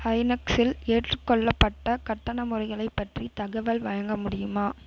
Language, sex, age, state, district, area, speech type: Tamil, female, 18-30, Tamil Nadu, Vellore, urban, read